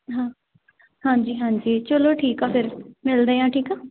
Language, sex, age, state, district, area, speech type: Punjabi, female, 18-30, Punjab, Tarn Taran, urban, conversation